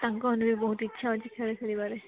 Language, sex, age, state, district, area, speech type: Odia, female, 18-30, Odisha, Koraput, urban, conversation